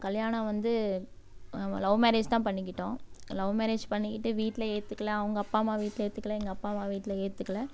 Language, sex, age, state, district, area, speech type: Tamil, female, 30-45, Tamil Nadu, Coimbatore, rural, spontaneous